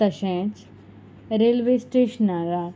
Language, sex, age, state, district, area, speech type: Goan Konkani, female, 30-45, Goa, Salcete, rural, spontaneous